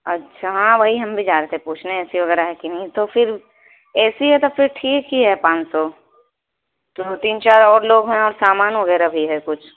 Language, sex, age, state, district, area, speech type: Urdu, female, 18-30, Uttar Pradesh, Balrampur, rural, conversation